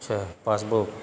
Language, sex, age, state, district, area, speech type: Urdu, male, 45-60, Bihar, Gaya, urban, spontaneous